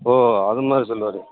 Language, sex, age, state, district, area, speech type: Tamil, male, 60+, Tamil Nadu, Pudukkottai, rural, conversation